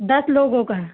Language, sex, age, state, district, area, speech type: Hindi, female, 30-45, Uttar Pradesh, Lucknow, rural, conversation